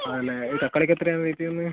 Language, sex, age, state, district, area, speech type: Malayalam, male, 18-30, Kerala, Kasaragod, rural, conversation